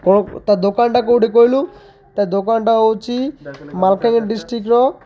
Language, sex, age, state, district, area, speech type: Odia, male, 30-45, Odisha, Malkangiri, urban, spontaneous